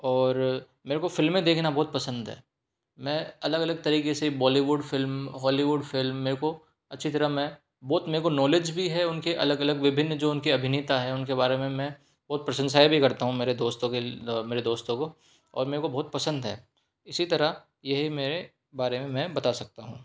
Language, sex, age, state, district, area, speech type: Hindi, male, 18-30, Rajasthan, Jaipur, urban, spontaneous